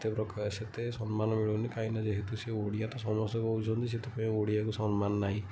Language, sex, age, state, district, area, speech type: Odia, male, 45-60, Odisha, Kendujhar, urban, spontaneous